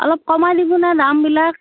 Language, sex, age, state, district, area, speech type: Assamese, female, 18-30, Assam, Darrang, rural, conversation